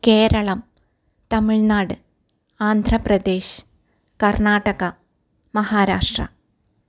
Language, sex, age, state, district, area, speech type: Malayalam, female, 45-60, Kerala, Ernakulam, rural, spontaneous